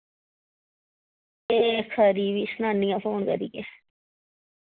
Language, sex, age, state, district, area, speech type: Dogri, female, 60+, Jammu and Kashmir, Udhampur, rural, conversation